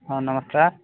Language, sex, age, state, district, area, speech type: Odia, male, 30-45, Odisha, Balangir, urban, conversation